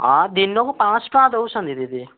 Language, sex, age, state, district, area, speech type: Odia, male, 60+, Odisha, Kandhamal, rural, conversation